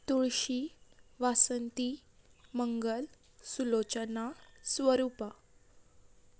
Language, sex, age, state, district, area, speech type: Goan Konkani, female, 18-30, Goa, Ponda, rural, spontaneous